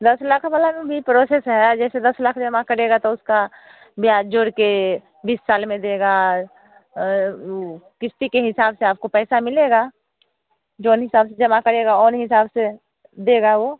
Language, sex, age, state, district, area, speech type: Hindi, female, 45-60, Bihar, Samastipur, rural, conversation